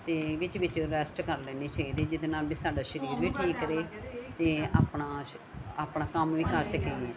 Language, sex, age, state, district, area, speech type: Punjabi, female, 45-60, Punjab, Gurdaspur, urban, spontaneous